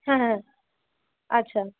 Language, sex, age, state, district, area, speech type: Bengali, female, 18-30, West Bengal, Kolkata, urban, conversation